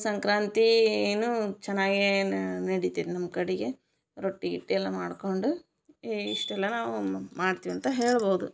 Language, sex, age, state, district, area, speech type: Kannada, female, 30-45, Karnataka, Koppal, rural, spontaneous